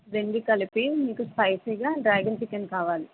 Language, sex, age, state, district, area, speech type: Telugu, female, 18-30, Andhra Pradesh, Kakinada, urban, conversation